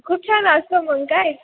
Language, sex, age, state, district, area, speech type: Marathi, female, 18-30, Maharashtra, Ahmednagar, rural, conversation